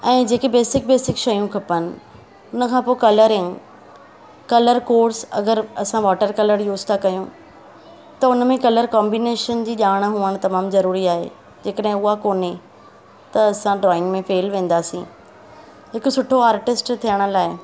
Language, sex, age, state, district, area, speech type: Sindhi, female, 45-60, Maharashtra, Mumbai Suburban, urban, spontaneous